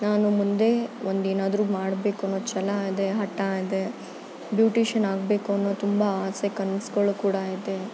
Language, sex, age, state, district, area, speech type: Kannada, female, 18-30, Karnataka, Bangalore Urban, urban, spontaneous